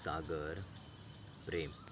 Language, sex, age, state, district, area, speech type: Marathi, male, 18-30, Maharashtra, Thane, rural, spontaneous